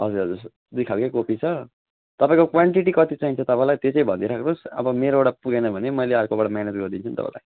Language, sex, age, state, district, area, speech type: Nepali, male, 30-45, West Bengal, Jalpaiguri, rural, conversation